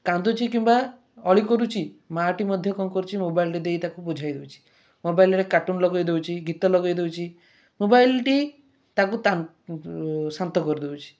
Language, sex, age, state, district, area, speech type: Odia, male, 30-45, Odisha, Kendrapara, urban, spontaneous